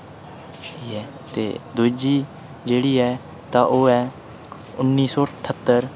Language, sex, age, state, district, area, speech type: Dogri, male, 18-30, Jammu and Kashmir, Udhampur, rural, spontaneous